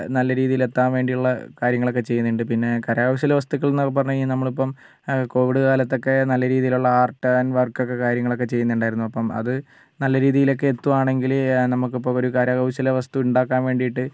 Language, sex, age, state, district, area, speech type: Malayalam, male, 45-60, Kerala, Wayanad, rural, spontaneous